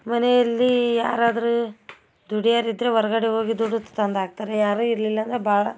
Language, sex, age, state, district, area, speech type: Kannada, female, 45-60, Karnataka, Gadag, rural, spontaneous